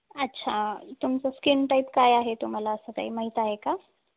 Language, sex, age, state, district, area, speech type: Marathi, female, 18-30, Maharashtra, Osmanabad, rural, conversation